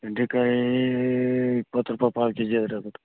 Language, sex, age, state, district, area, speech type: Kannada, male, 45-60, Karnataka, Bagalkot, rural, conversation